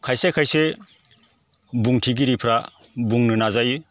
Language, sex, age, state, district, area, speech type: Bodo, male, 45-60, Assam, Baksa, rural, spontaneous